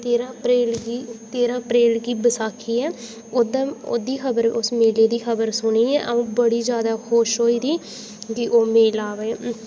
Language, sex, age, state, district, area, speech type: Dogri, female, 18-30, Jammu and Kashmir, Udhampur, rural, spontaneous